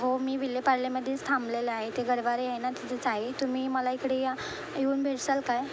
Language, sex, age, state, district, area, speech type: Marathi, female, 18-30, Maharashtra, Mumbai Suburban, urban, spontaneous